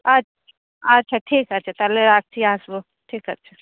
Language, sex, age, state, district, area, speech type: Bengali, female, 30-45, West Bengal, Hooghly, urban, conversation